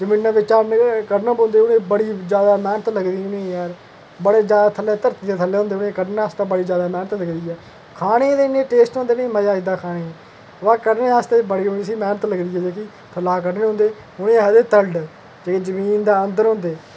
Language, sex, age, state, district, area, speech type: Dogri, male, 30-45, Jammu and Kashmir, Udhampur, urban, spontaneous